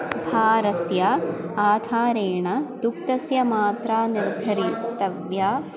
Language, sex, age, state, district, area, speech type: Sanskrit, female, 18-30, Kerala, Thrissur, urban, spontaneous